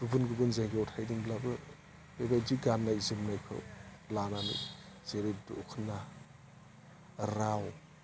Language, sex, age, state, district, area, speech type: Bodo, male, 45-60, Assam, Chirang, rural, spontaneous